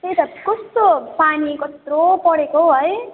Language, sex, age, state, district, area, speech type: Nepali, female, 18-30, West Bengal, Darjeeling, rural, conversation